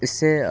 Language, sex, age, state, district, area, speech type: Hindi, male, 18-30, Bihar, Muzaffarpur, urban, spontaneous